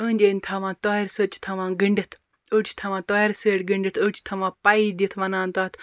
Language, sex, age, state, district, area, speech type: Kashmiri, female, 45-60, Jammu and Kashmir, Baramulla, rural, spontaneous